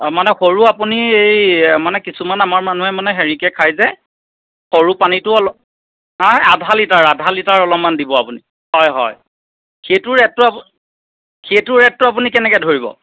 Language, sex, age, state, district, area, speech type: Assamese, male, 45-60, Assam, Golaghat, urban, conversation